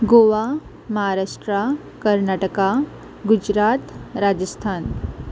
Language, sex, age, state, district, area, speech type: Goan Konkani, female, 18-30, Goa, Ponda, rural, spontaneous